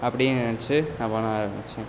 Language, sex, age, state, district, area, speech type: Tamil, male, 18-30, Tamil Nadu, Sivaganga, rural, spontaneous